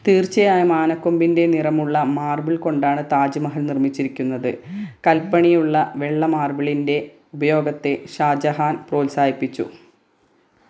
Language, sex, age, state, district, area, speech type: Malayalam, female, 30-45, Kerala, Malappuram, rural, read